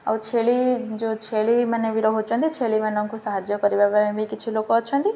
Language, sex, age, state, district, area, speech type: Odia, female, 18-30, Odisha, Ganjam, urban, spontaneous